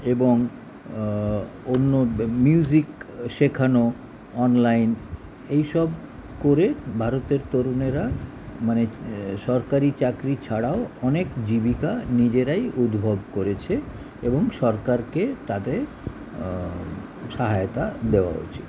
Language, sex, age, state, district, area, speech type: Bengali, male, 60+, West Bengal, Kolkata, urban, spontaneous